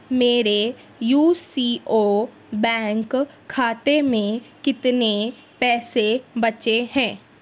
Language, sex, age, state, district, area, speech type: Urdu, female, 30-45, Maharashtra, Nashik, rural, read